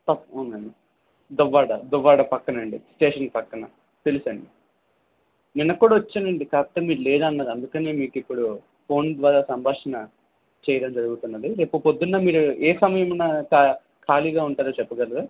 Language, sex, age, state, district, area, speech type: Telugu, male, 18-30, Andhra Pradesh, Visakhapatnam, urban, conversation